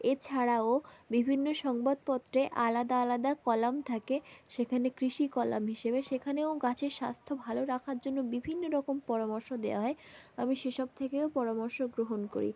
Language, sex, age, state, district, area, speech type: Bengali, female, 18-30, West Bengal, South 24 Parganas, rural, spontaneous